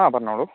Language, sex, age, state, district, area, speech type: Malayalam, male, 18-30, Kerala, Kozhikode, rural, conversation